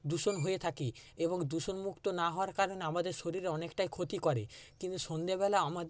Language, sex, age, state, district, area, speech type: Bengali, male, 60+, West Bengal, Paschim Medinipur, rural, spontaneous